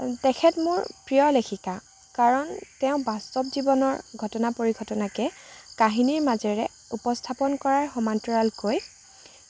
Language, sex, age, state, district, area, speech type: Assamese, female, 18-30, Assam, Lakhimpur, rural, spontaneous